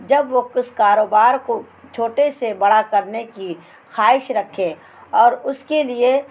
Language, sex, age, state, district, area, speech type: Urdu, female, 45-60, Bihar, Araria, rural, spontaneous